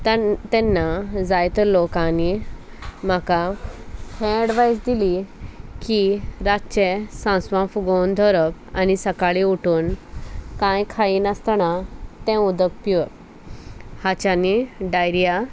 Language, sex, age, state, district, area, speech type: Goan Konkani, female, 18-30, Goa, Salcete, rural, spontaneous